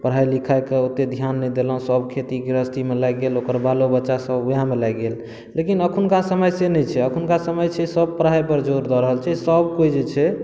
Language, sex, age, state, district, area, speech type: Maithili, male, 18-30, Bihar, Madhubani, rural, spontaneous